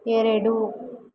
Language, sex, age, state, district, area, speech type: Kannada, female, 45-60, Karnataka, Kolar, rural, read